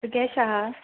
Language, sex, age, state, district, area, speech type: Goan Konkani, female, 18-30, Goa, Salcete, rural, conversation